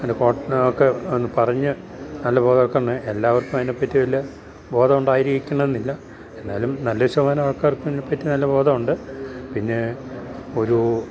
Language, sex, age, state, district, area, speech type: Malayalam, male, 60+, Kerala, Idukki, rural, spontaneous